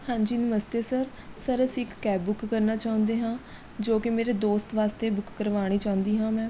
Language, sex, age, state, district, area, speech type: Punjabi, female, 18-30, Punjab, Mohali, rural, spontaneous